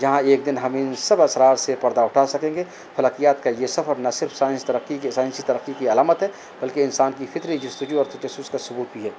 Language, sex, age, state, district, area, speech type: Urdu, male, 45-60, Uttar Pradesh, Rampur, urban, spontaneous